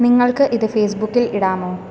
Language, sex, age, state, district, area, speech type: Malayalam, female, 18-30, Kerala, Thrissur, urban, read